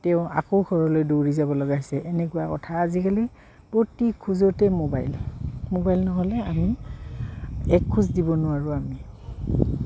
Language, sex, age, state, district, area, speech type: Assamese, female, 45-60, Assam, Goalpara, urban, spontaneous